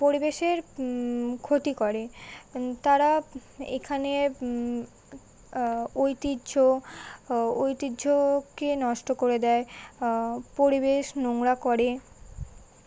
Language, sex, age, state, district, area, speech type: Bengali, female, 18-30, West Bengal, Kolkata, urban, spontaneous